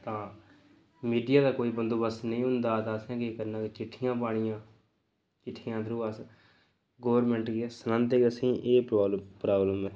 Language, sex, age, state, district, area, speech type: Dogri, male, 18-30, Jammu and Kashmir, Reasi, rural, spontaneous